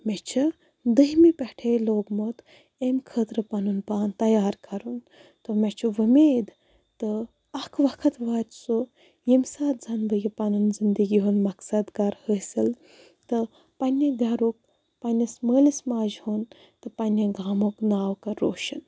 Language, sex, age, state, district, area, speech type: Kashmiri, female, 18-30, Jammu and Kashmir, Bandipora, rural, spontaneous